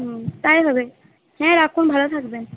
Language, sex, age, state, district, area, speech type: Bengali, female, 18-30, West Bengal, Purba Bardhaman, urban, conversation